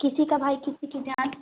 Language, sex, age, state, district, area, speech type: Hindi, female, 18-30, Madhya Pradesh, Katni, urban, conversation